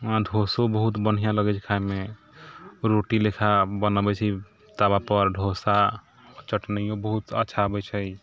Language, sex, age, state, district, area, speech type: Maithili, male, 30-45, Bihar, Sitamarhi, urban, spontaneous